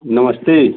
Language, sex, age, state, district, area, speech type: Hindi, male, 45-60, Uttar Pradesh, Chandauli, urban, conversation